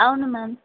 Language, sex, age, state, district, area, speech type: Telugu, female, 18-30, Telangana, Medchal, urban, conversation